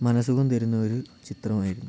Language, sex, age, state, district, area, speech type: Malayalam, male, 18-30, Kerala, Wayanad, rural, spontaneous